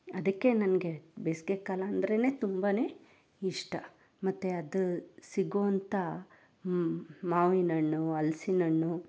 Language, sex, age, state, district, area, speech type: Kannada, female, 30-45, Karnataka, Chikkaballapur, rural, spontaneous